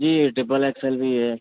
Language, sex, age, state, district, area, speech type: Urdu, male, 18-30, Uttar Pradesh, Rampur, urban, conversation